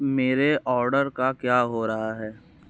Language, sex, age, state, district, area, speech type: Hindi, male, 30-45, Uttar Pradesh, Mirzapur, urban, read